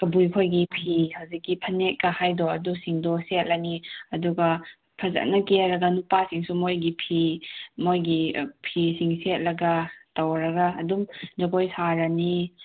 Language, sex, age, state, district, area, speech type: Manipuri, female, 18-30, Manipur, Senapati, urban, conversation